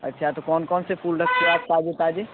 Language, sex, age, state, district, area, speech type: Hindi, male, 18-30, Bihar, Darbhanga, rural, conversation